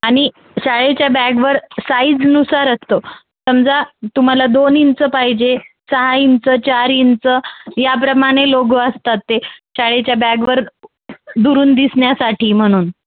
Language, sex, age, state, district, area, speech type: Marathi, female, 45-60, Maharashtra, Nanded, rural, conversation